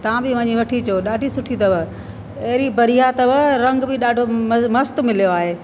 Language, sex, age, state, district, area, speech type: Sindhi, female, 60+, Delhi, South Delhi, rural, spontaneous